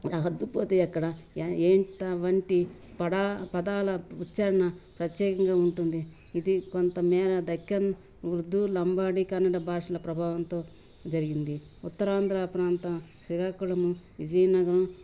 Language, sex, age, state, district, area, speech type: Telugu, female, 60+, Telangana, Ranga Reddy, rural, spontaneous